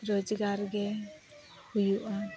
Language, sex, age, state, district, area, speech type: Santali, female, 45-60, Odisha, Mayurbhanj, rural, spontaneous